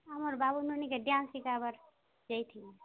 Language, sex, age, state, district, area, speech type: Odia, female, 30-45, Odisha, Kalahandi, rural, conversation